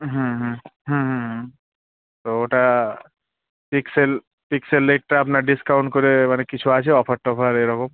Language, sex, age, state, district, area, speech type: Bengali, male, 18-30, West Bengal, Murshidabad, urban, conversation